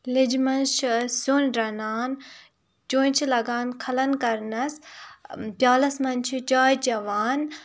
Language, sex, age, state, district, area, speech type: Kashmiri, female, 18-30, Jammu and Kashmir, Kupwara, rural, spontaneous